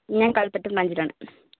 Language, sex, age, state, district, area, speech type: Malayalam, female, 30-45, Kerala, Wayanad, rural, conversation